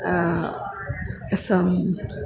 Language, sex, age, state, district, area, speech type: Sanskrit, female, 60+, Kerala, Kannur, urban, spontaneous